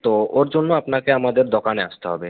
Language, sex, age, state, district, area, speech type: Bengali, male, 30-45, West Bengal, Nadia, urban, conversation